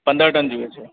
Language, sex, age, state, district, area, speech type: Gujarati, male, 18-30, Gujarat, Valsad, rural, conversation